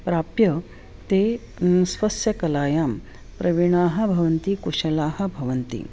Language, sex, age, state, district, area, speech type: Sanskrit, female, 45-60, Maharashtra, Nagpur, urban, spontaneous